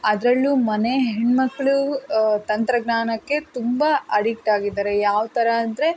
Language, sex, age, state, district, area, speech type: Kannada, female, 30-45, Karnataka, Tumkur, rural, spontaneous